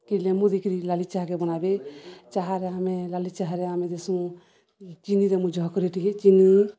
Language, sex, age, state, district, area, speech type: Odia, female, 45-60, Odisha, Balangir, urban, spontaneous